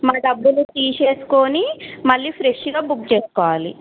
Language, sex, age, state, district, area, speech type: Telugu, female, 30-45, Telangana, Medchal, rural, conversation